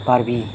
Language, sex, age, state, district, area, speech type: Bodo, male, 18-30, Assam, Chirang, urban, spontaneous